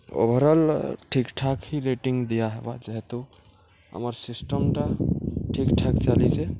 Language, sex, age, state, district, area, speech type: Odia, male, 18-30, Odisha, Subarnapur, urban, spontaneous